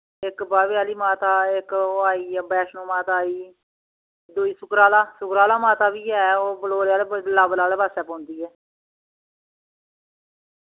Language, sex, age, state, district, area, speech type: Dogri, female, 45-60, Jammu and Kashmir, Reasi, rural, conversation